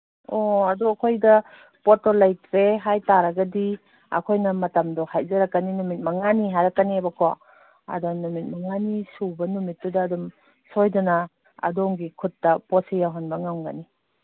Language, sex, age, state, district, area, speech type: Manipuri, female, 45-60, Manipur, Kangpokpi, urban, conversation